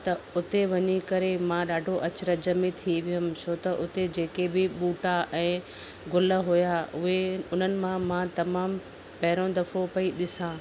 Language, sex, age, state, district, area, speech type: Sindhi, female, 45-60, Maharashtra, Thane, urban, spontaneous